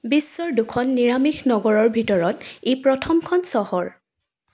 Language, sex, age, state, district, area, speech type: Assamese, female, 18-30, Assam, Charaideo, urban, read